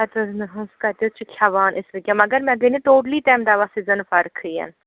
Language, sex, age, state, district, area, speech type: Kashmiri, female, 45-60, Jammu and Kashmir, Srinagar, urban, conversation